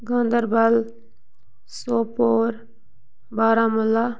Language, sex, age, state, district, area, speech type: Kashmiri, female, 30-45, Jammu and Kashmir, Bandipora, rural, spontaneous